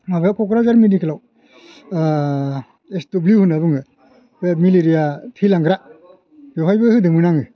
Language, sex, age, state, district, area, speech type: Bodo, male, 60+, Assam, Kokrajhar, urban, spontaneous